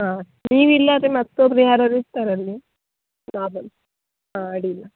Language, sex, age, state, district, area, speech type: Kannada, female, 18-30, Karnataka, Uttara Kannada, rural, conversation